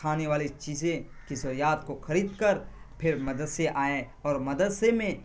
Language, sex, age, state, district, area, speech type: Urdu, male, 18-30, Bihar, Purnia, rural, spontaneous